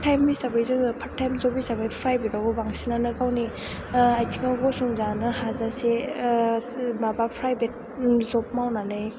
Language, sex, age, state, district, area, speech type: Bodo, female, 18-30, Assam, Chirang, rural, spontaneous